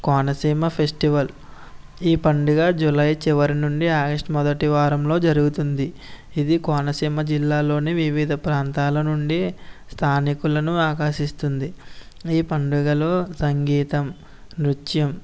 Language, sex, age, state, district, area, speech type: Telugu, male, 18-30, Andhra Pradesh, Konaseema, rural, spontaneous